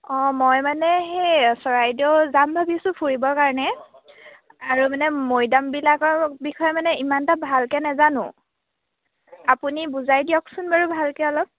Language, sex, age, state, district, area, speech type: Assamese, female, 18-30, Assam, Sivasagar, urban, conversation